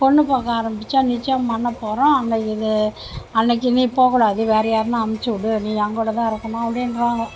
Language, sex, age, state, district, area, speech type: Tamil, female, 60+, Tamil Nadu, Mayiladuthurai, rural, spontaneous